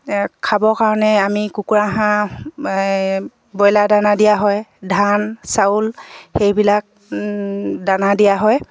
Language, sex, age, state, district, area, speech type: Assamese, female, 45-60, Assam, Dibrugarh, rural, spontaneous